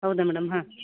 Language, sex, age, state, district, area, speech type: Kannada, female, 30-45, Karnataka, Uttara Kannada, rural, conversation